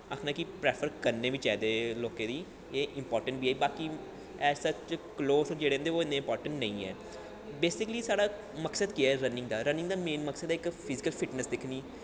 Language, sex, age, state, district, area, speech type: Dogri, male, 18-30, Jammu and Kashmir, Jammu, urban, spontaneous